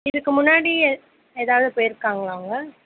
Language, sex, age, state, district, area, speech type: Tamil, female, 18-30, Tamil Nadu, Tiruvallur, urban, conversation